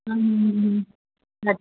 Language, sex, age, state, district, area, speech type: Sindhi, female, 30-45, Rajasthan, Ajmer, urban, conversation